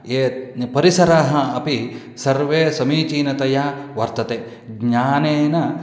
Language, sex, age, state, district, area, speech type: Sanskrit, male, 45-60, Karnataka, Shimoga, rural, spontaneous